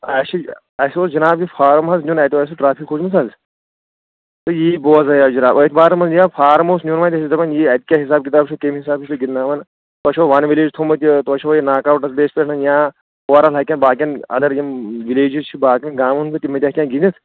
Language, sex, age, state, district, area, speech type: Kashmiri, male, 30-45, Jammu and Kashmir, Kulgam, urban, conversation